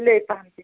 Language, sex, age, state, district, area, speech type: Kashmiri, female, 30-45, Jammu and Kashmir, Bandipora, rural, conversation